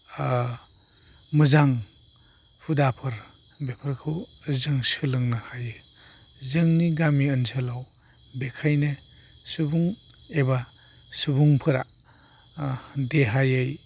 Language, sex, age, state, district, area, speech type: Bodo, male, 45-60, Assam, Chirang, rural, spontaneous